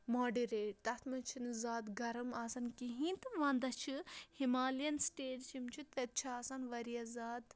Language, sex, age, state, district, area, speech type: Kashmiri, female, 18-30, Jammu and Kashmir, Shopian, rural, spontaneous